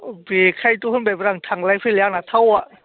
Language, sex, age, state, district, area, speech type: Bodo, male, 45-60, Assam, Chirang, urban, conversation